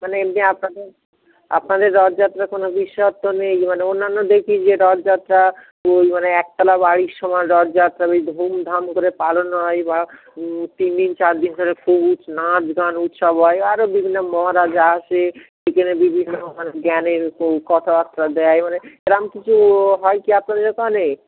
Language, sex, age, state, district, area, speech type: Bengali, male, 30-45, West Bengal, Dakshin Dinajpur, urban, conversation